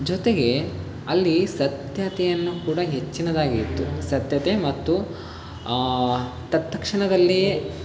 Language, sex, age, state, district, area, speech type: Kannada, male, 18-30, Karnataka, Davanagere, rural, spontaneous